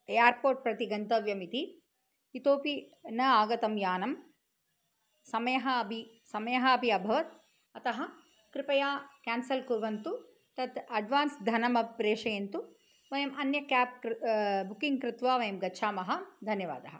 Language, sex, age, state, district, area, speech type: Sanskrit, female, 45-60, Tamil Nadu, Chennai, urban, spontaneous